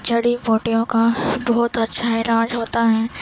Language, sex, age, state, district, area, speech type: Urdu, female, 18-30, Uttar Pradesh, Gautam Buddha Nagar, rural, spontaneous